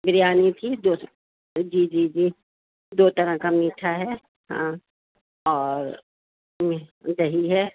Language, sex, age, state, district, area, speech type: Urdu, female, 45-60, Uttar Pradesh, Rampur, urban, conversation